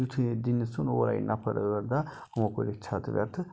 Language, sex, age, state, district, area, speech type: Kashmiri, male, 60+, Jammu and Kashmir, Budgam, rural, spontaneous